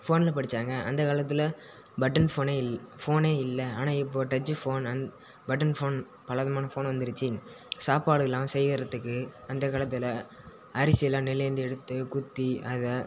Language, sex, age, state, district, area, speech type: Tamil, male, 18-30, Tamil Nadu, Cuddalore, rural, spontaneous